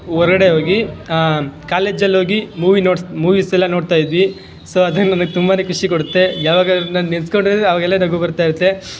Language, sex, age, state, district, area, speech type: Kannada, male, 18-30, Karnataka, Chamarajanagar, rural, spontaneous